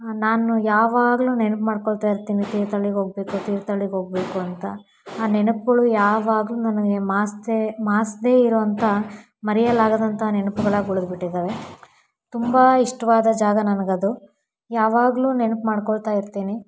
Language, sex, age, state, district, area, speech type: Kannada, female, 18-30, Karnataka, Davanagere, rural, spontaneous